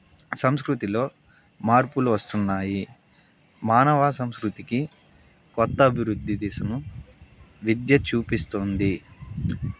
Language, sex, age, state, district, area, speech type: Telugu, male, 18-30, Andhra Pradesh, Sri Balaji, rural, spontaneous